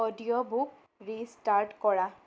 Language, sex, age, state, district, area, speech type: Assamese, female, 18-30, Assam, Sonitpur, urban, read